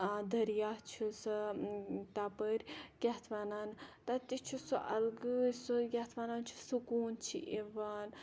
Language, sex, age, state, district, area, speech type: Kashmiri, female, 18-30, Jammu and Kashmir, Ganderbal, rural, spontaneous